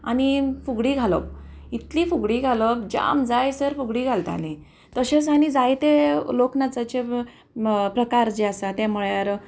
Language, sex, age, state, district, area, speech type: Goan Konkani, female, 30-45, Goa, Quepem, rural, spontaneous